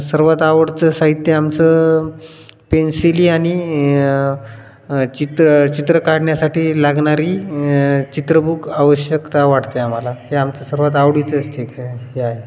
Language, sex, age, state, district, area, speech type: Marathi, male, 18-30, Maharashtra, Hingoli, rural, spontaneous